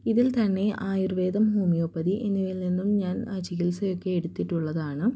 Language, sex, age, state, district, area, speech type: Malayalam, female, 18-30, Kerala, Thrissur, rural, spontaneous